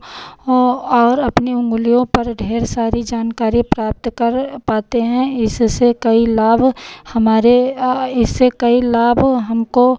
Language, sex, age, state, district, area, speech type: Hindi, female, 45-60, Uttar Pradesh, Lucknow, rural, spontaneous